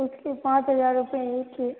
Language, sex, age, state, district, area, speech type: Hindi, female, 18-30, Rajasthan, Jodhpur, urban, conversation